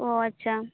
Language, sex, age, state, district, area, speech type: Santali, female, 18-30, West Bengal, Purulia, rural, conversation